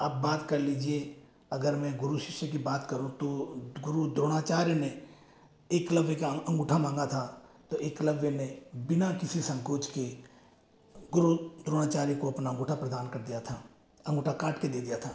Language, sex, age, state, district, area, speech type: Hindi, male, 30-45, Rajasthan, Jaipur, urban, spontaneous